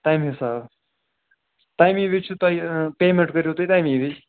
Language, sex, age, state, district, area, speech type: Kashmiri, female, 30-45, Jammu and Kashmir, Srinagar, urban, conversation